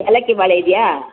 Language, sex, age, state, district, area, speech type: Kannada, female, 60+, Karnataka, Chamarajanagar, rural, conversation